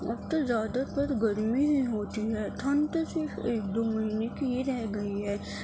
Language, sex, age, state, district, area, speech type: Urdu, female, 45-60, Delhi, Central Delhi, urban, spontaneous